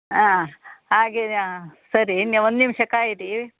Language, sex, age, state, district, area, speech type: Kannada, female, 60+, Karnataka, Udupi, rural, conversation